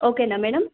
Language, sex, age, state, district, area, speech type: Telugu, female, 18-30, Telangana, Siddipet, urban, conversation